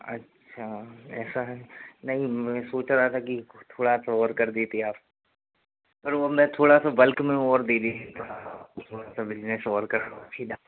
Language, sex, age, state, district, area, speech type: Hindi, male, 18-30, Madhya Pradesh, Narsinghpur, rural, conversation